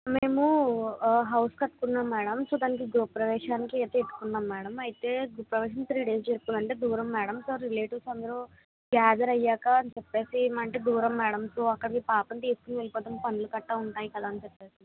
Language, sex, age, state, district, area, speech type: Telugu, female, 60+, Andhra Pradesh, Kakinada, rural, conversation